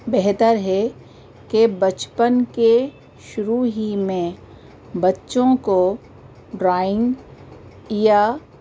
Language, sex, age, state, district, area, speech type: Urdu, female, 45-60, Delhi, North East Delhi, urban, spontaneous